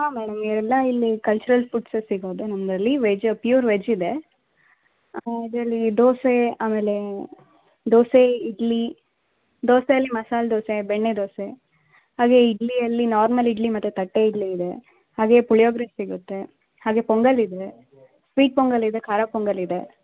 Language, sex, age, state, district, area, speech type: Kannada, female, 18-30, Karnataka, Vijayanagara, rural, conversation